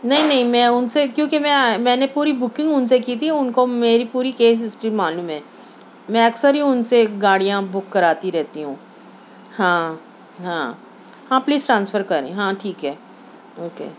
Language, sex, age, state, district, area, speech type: Urdu, female, 30-45, Maharashtra, Nashik, urban, spontaneous